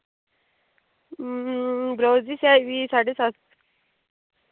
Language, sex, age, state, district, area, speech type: Dogri, female, 30-45, Jammu and Kashmir, Udhampur, rural, conversation